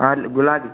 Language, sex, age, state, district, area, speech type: Kannada, male, 18-30, Karnataka, Gadag, rural, conversation